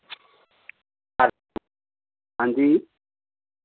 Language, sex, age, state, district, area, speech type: Dogri, male, 18-30, Jammu and Kashmir, Reasi, rural, conversation